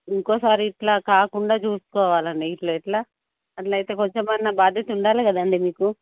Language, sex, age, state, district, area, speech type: Telugu, female, 45-60, Telangana, Karimnagar, urban, conversation